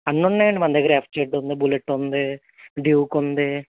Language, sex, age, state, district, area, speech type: Telugu, male, 18-30, Andhra Pradesh, Eluru, rural, conversation